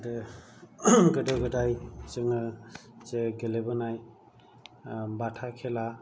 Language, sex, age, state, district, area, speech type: Bodo, male, 45-60, Assam, Kokrajhar, rural, spontaneous